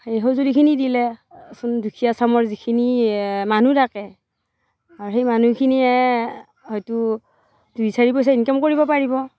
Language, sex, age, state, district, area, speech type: Assamese, female, 45-60, Assam, Darrang, rural, spontaneous